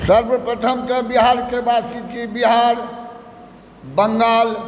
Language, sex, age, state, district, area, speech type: Maithili, male, 60+, Bihar, Supaul, rural, spontaneous